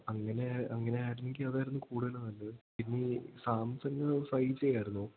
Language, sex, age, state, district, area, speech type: Malayalam, male, 18-30, Kerala, Idukki, rural, conversation